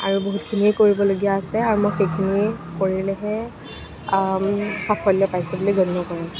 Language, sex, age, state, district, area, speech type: Assamese, female, 18-30, Assam, Kamrup Metropolitan, urban, spontaneous